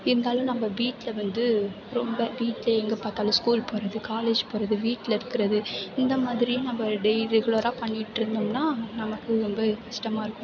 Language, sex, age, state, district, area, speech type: Tamil, female, 18-30, Tamil Nadu, Mayiladuthurai, urban, spontaneous